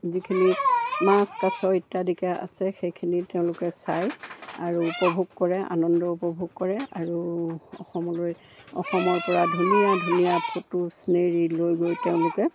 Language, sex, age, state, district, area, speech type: Assamese, female, 60+, Assam, Charaideo, rural, spontaneous